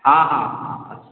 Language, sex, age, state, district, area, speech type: Odia, male, 60+, Odisha, Angul, rural, conversation